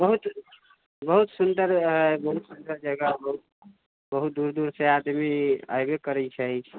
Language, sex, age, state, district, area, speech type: Maithili, male, 45-60, Bihar, Sitamarhi, rural, conversation